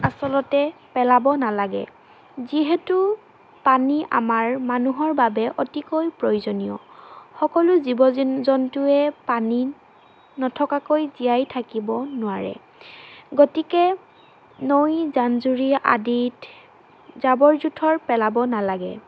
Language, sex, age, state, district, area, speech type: Assamese, female, 18-30, Assam, Dhemaji, urban, spontaneous